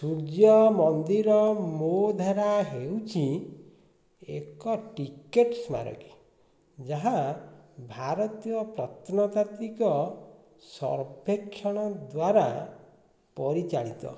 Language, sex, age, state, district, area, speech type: Odia, male, 45-60, Odisha, Dhenkanal, rural, read